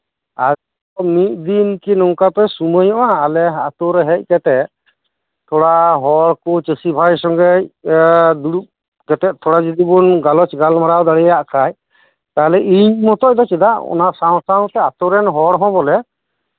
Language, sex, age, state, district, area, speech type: Santali, male, 45-60, West Bengal, Birbhum, rural, conversation